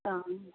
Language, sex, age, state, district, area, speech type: Assamese, female, 60+, Assam, Morigaon, rural, conversation